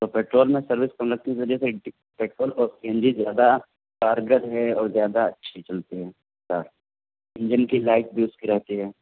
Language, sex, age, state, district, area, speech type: Urdu, male, 18-30, Uttar Pradesh, Saharanpur, urban, conversation